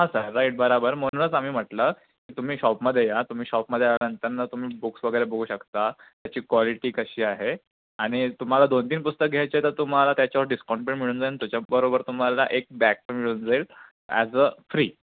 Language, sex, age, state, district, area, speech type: Marathi, female, 18-30, Maharashtra, Nagpur, urban, conversation